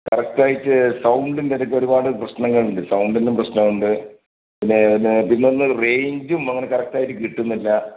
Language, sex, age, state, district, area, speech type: Malayalam, male, 45-60, Kerala, Kasaragod, urban, conversation